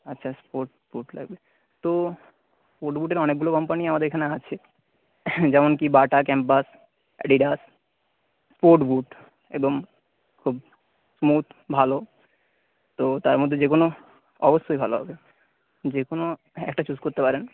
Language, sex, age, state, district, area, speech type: Bengali, male, 30-45, West Bengal, Nadia, rural, conversation